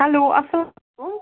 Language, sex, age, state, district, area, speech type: Kashmiri, female, 60+, Jammu and Kashmir, Srinagar, urban, conversation